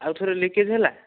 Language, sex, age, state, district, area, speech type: Odia, male, 45-60, Odisha, Kandhamal, rural, conversation